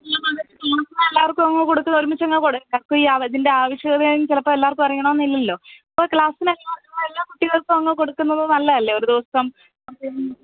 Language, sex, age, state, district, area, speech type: Malayalam, female, 30-45, Kerala, Idukki, rural, conversation